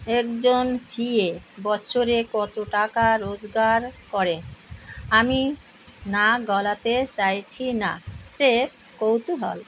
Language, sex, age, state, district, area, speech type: Bengali, female, 60+, West Bengal, Kolkata, urban, read